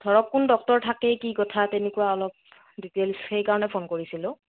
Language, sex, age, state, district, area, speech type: Assamese, female, 30-45, Assam, Morigaon, rural, conversation